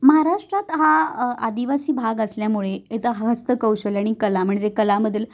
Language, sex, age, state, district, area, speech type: Marathi, female, 30-45, Maharashtra, Kolhapur, urban, spontaneous